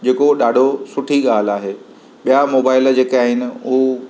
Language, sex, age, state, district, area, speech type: Sindhi, male, 45-60, Maharashtra, Mumbai Suburban, urban, spontaneous